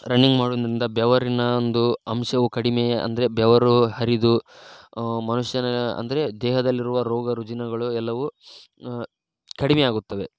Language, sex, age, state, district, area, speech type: Kannada, male, 30-45, Karnataka, Tumkur, urban, spontaneous